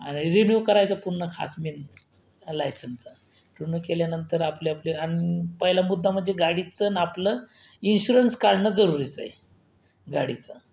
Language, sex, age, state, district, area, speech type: Marathi, male, 30-45, Maharashtra, Buldhana, rural, spontaneous